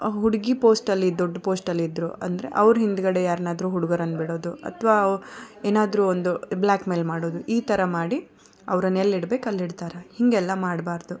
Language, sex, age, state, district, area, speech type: Kannada, female, 30-45, Karnataka, Koppal, rural, spontaneous